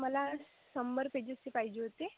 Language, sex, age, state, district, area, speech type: Marathi, female, 18-30, Maharashtra, Amravati, urban, conversation